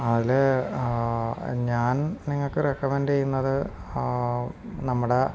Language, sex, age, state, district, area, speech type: Malayalam, male, 45-60, Kerala, Wayanad, rural, spontaneous